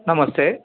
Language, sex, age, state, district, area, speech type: Kannada, male, 30-45, Karnataka, Bangalore Rural, rural, conversation